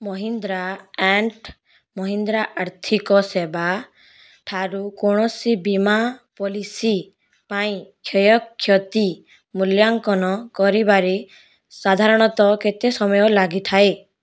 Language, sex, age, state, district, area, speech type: Odia, female, 60+, Odisha, Boudh, rural, read